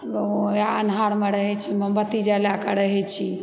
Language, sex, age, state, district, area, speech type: Maithili, female, 30-45, Bihar, Supaul, urban, spontaneous